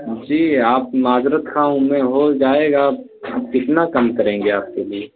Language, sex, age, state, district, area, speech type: Urdu, male, 18-30, Uttar Pradesh, Balrampur, rural, conversation